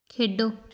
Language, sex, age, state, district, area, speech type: Punjabi, female, 18-30, Punjab, Tarn Taran, rural, read